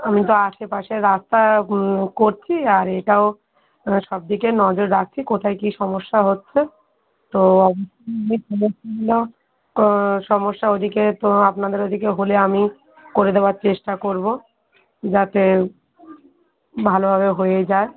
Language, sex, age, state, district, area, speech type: Bengali, female, 30-45, West Bengal, Darjeeling, urban, conversation